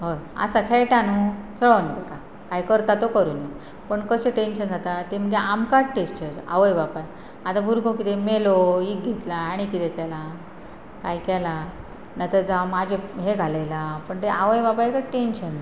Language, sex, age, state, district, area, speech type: Goan Konkani, female, 30-45, Goa, Pernem, rural, spontaneous